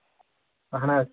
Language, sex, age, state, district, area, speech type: Kashmiri, male, 18-30, Jammu and Kashmir, Pulwama, urban, conversation